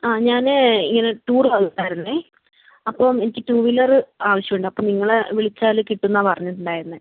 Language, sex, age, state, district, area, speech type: Malayalam, female, 18-30, Kerala, Wayanad, rural, conversation